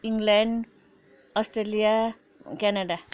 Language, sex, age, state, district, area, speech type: Nepali, female, 60+, West Bengal, Kalimpong, rural, spontaneous